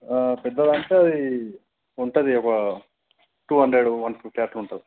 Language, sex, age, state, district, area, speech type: Telugu, male, 18-30, Telangana, Nalgonda, urban, conversation